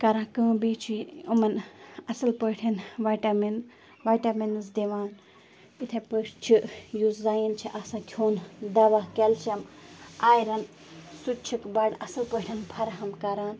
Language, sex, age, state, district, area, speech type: Kashmiri, female, 18-30, Jammu and Kashmir, Bandipora, rural, spontaneous